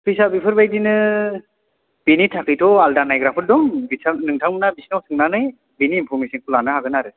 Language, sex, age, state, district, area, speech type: Bodo, male, 18-30, Assam, Chirang, urban, conversation